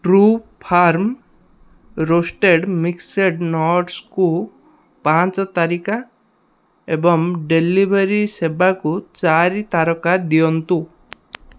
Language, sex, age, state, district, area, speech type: Odia, male, 18-30, Odisha, Ganjam, urban, read